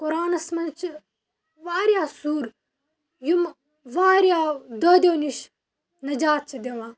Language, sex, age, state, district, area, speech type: Kashmiri, female, 45-60, Jammu and Kashmir, Baramulla, rural, spontaneous